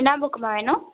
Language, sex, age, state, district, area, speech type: Tamil, female, 18-30, Tamil Nadu, Tiruvarur, rural, conversation